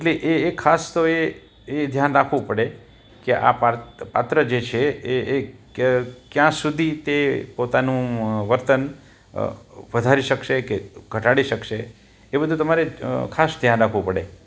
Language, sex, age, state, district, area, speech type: Gujarati, male, 60+, Gujarat, Rajkot, urban, spontaneous